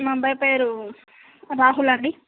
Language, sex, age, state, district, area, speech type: Telugu, female, 18-30, Andhra Pradesh, Visakhapatnam, urban, conversation